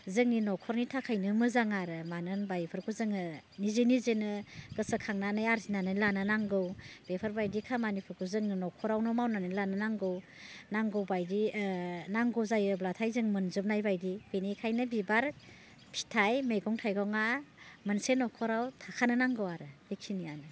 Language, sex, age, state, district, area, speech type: Bodo, female, 45-60, Assam, Baksa, rural, spontaneous